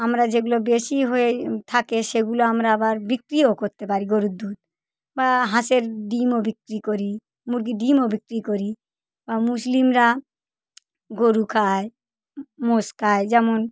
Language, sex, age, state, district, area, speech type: Bengali, female, 45-60, West Bengal, South 24 Parganas, rural, spontaneous